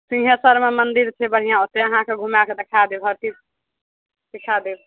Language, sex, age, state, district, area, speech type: Maithili, female, 18-30, Bihar, Madhepura, rural, conversation